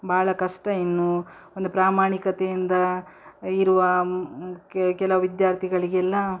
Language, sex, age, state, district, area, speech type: Kannada, female, 60+, Karnataka, Udupi, rural, spontaneous